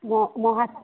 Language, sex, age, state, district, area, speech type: Odia, female, 60+, Odisha, Jharsuguda, rural, conversation